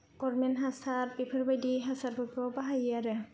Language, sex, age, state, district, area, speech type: Bodo, female, 18-30, Assam, Kokrajhar, rural, spontaneous